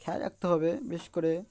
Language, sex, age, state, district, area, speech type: Bengali, male, 18-30, West Bengal, Uttar Dinajpur, urban, spontaneous